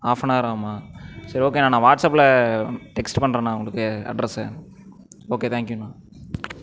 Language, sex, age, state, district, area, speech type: Tamil, male, 18-30, Tamil Nadu, Erode, urban, spontaneous